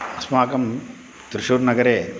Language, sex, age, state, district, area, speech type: Sanskrit, male, 60+, Tamil Nadu, Tiruchirappalli, urban, spontaneous